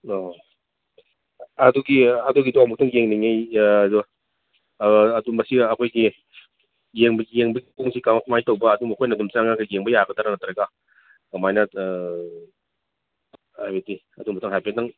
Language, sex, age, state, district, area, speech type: Manipuri, male, 45-60, Manipur, Imphal East, rural, conversation